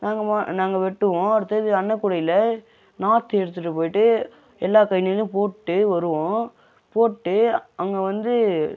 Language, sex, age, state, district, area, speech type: Tamil, male, 30-45, Tamil Nadu, Viluppuram, rural, spontaneous